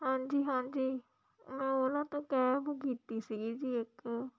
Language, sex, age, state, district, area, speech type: Punjabi, female, 45-60, Punjab, Shaheed Bhagat Singh Nagar, rural, spontaneous